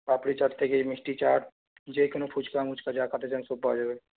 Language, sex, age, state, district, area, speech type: Bengali, male, 18-30, West Bengal, Purulia, rural, conversation